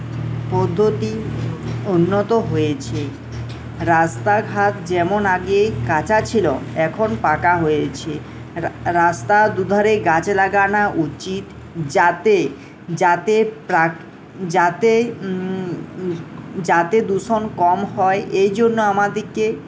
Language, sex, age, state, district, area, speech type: Bengali, male, 18-30, West Bengal, Uttar Dinajpur, urban, spontaneous